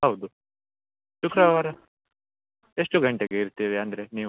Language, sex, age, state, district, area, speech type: Kannada, male, 18-30, Karnataka, Shimoga, rural, conversation